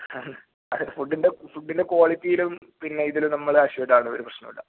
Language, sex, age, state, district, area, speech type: Malayalam, male, 18-30, Kerala, Kozhikode, urban, conversation